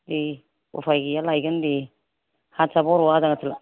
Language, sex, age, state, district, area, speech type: Bodo, female, 60+, Assam, Kokrajhar, rural, conversation